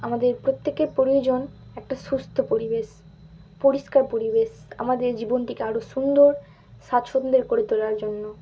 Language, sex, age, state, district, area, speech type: Bengali, female, 18-30, West Bengal, Malda, urban, spontaneous